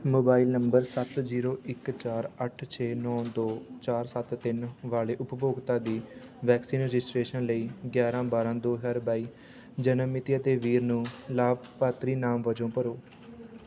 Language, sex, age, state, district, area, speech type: Punjabi, male, 18-30, Punjab, Fatehgarh Sahib, rural, read